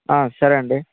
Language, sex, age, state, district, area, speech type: Telugu, male, 18-30, Andhra Pradesh, Sri Balaji, urban, conversation